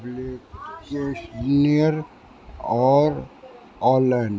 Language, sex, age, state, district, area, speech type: Urdu, male, 60+, Uttar Pradesh, Rampur, urban, spontaneous